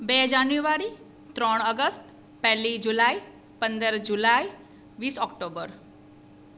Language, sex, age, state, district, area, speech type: Gujarati, female, 45-60, Gujarat, Surat, urban, spontaneous